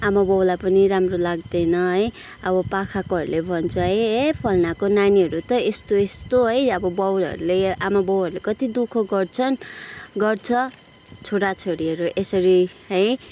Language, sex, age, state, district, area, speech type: Nepali, female, 30-45, West Bengal, Kalimpong, rural, spontaneous